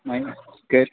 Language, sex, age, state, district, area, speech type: Kashmiri, male, 30-45, Jammu and Kashmir, Bandipora, rural, conversation